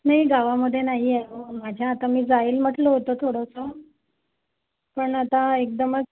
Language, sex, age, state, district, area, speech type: Marathi, female, 30-45, Maharashtra, Yavatmal, rural, conversation